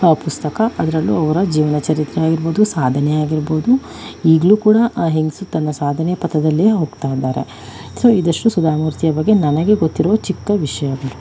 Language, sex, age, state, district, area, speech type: Kannada, female, 45-60, Karnataka, Tumkur, urban, spontaneous